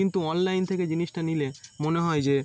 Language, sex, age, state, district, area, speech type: Bengali, male, 18-30, West Bengal, Howrah, urban, spontaneous